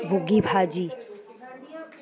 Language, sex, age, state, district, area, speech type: Sindhi, female, 30-45, Uttar Pradesh, Lucknow, urban, spontaneous